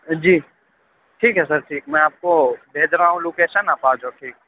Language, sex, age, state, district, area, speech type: Urdu, male, 30-45, Uttar Pradesh, Gautam Buddha Nagar, urban, conversation